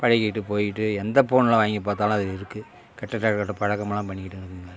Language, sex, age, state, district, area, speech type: Tamil, male, 60+, Tamil Nadu, Kallakurichi, urban, spontaneous